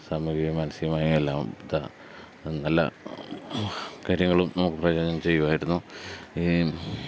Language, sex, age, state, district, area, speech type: Malayalam, male, 30-45, Kerala, Pathanamthitta, urban, spontaneous